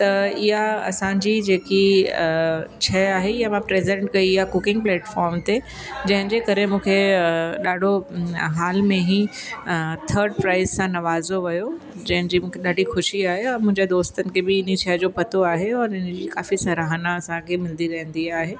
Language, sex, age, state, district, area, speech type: Sindhi, female, 30-45, Uttar Pradesh, Lucknow, urban, spontaneous